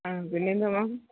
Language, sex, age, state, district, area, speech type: Malayalam, female, 30-45, Kerala, Kollam, rural, conversation